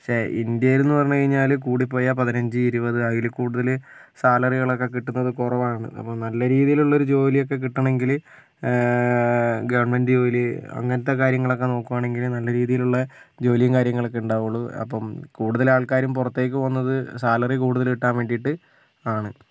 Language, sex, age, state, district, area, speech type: Malayalam, female, 18-30, Kerala, Wayanad, rural, spontaneous